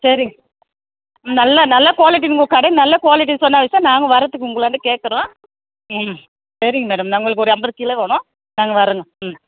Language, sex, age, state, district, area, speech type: Tamil, female, 45-60, Tamil Nadu, Tiruvannamalai, urban, conversation